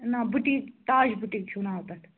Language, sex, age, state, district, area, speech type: Kashmiri, female, 30-45, Jammu and Kashmir, Anantnag, rural, conversation